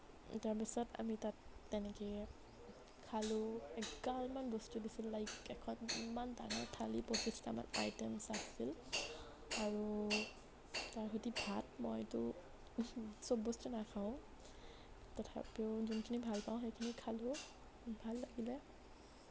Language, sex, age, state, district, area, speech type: Assamese, female, 18-30, Assam, Nagaon, rural, spontaneous